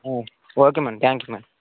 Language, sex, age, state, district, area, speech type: Telugu, male, 30-45, Andhra Pradesh, Srikakulam, urban, conversation